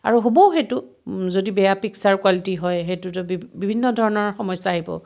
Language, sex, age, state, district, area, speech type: Assamese, female, 45-60, Assam, Biswanath, rural, spontaneous